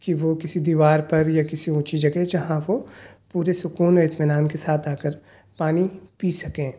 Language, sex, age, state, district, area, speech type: Urdu, male, 30-45, Delhi, South Delhi, urban, spontaneous